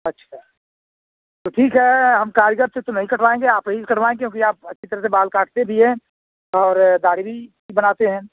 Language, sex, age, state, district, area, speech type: Hindi, male, 45-60, Uttar Pradesh, Azamgarh, rural, conversation